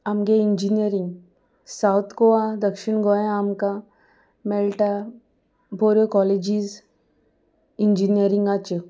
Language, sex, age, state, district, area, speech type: Goan Konkani, female, 18-30, Goa, Salcete, rural, spontaneous